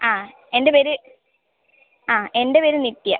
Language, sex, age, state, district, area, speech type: Malayalam, female, 18-30, Kerala, Kottayam, rural, conversation